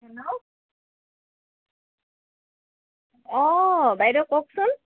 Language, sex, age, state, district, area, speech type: Assamese, female, 30-45, Assam, Dhemaji, urban, conversation